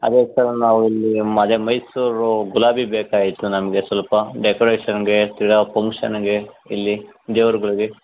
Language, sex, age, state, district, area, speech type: Kannada, male, 45-60, Karnataka, Chikkaballapur, urban, conversation